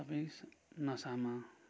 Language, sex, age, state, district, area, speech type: Nepali, male, 60+, West Bengal, Kalimpong, rural, spontaneous